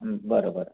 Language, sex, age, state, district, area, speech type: Marathi, male, 45-60, Maharashtra, Wardha, urban, conversation